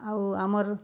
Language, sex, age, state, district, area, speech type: Odia, female, 30-45, Odisha, Bargarh, rural, spontaneous